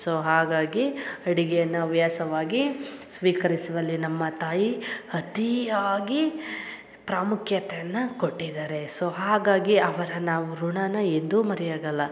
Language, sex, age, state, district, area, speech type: Kannada, female, 30-45, Karnataka, Hassan, rural, spontaneous